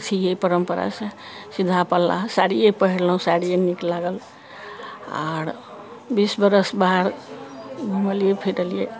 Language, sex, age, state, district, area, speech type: Maithili, female, 60+, Bihar, Sitamarhi, rural, spontaneous